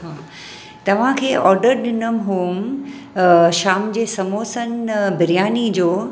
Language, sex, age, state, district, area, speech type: Sindhi, female, 45-60, Maharashtra, Mumbai Suburban, urban, spontaneous